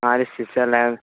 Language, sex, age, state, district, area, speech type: Malayalam, male, 18-30, Kerala, Pathanamthitta, rural, conversation